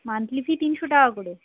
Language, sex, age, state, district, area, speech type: Bengali, female, 30-45, West Bengal, Darjeeling, rural, conversation